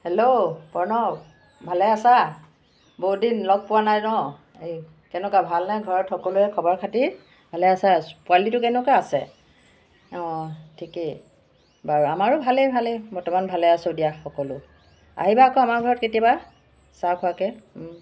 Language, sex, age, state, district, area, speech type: Assamese, female, 45-60, Assam, Charaideo, urban, spontaneous